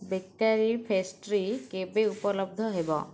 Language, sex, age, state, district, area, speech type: Odia, female, 18-30, Odisha, Kendrapara, urban, read